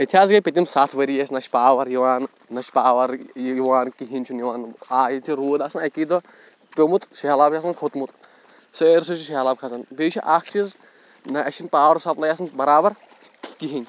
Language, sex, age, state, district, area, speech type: Kashmiri, male, 18-30, Jammu and Kashmir, Shopian, rural, spontaneous